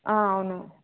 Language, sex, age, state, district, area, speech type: Telugu, female, 18-30, Telangana, Hyderabad, urban, conversation